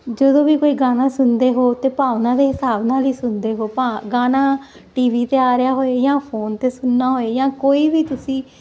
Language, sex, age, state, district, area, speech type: Punjabi, female, 45-60, Punjab, Jalandhar, urban, spontaneous